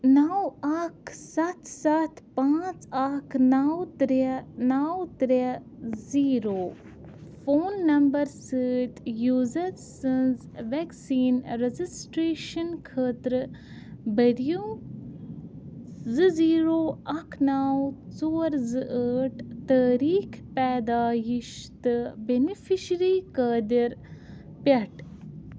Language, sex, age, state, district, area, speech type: Kashmiri, female, 18-30, Jammu and Kashmir, Ganderbal, rural, read